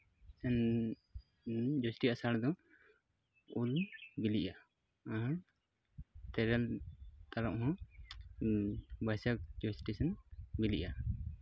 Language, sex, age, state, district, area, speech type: Santali, male, 30-45, West Bengal, Purulia, rural, spontaneous